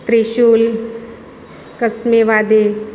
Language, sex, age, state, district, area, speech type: Gujarati, female, 45-60, Gujarat, Surat, urban, spontaneous